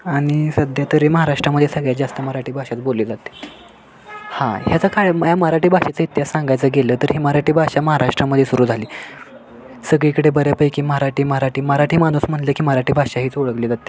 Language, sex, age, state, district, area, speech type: Marathi, male, 18-30, Maharashtra, Sangli, urban, spontaneous